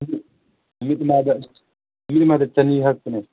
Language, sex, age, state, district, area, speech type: Manipuri, male, 18-30, Manipur, Chandel, rural, conversation